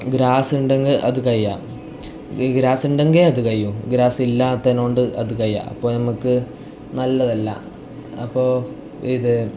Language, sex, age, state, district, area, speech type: Malayalam, male, 18-30, Kerala, Kasaragod, urban, spontaneous